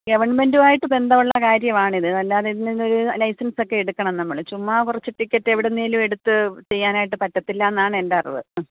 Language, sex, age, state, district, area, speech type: Malayalam, female, 45-60, Kerala, Alappuzha, rural, conversation